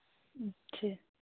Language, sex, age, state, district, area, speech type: Hindi, female, 45-60, Uttar Pradesh, Pratapgarh, rural, conversation